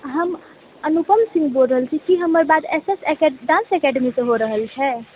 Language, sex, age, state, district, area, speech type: Maithili, female, 30-45, Bihar, Purnia, urban, conversation